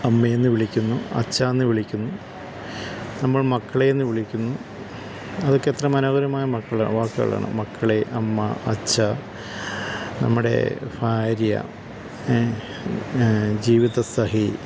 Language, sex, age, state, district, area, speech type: Malayalam, male, 45-60, Kerala, Idukki, rural, spontaneous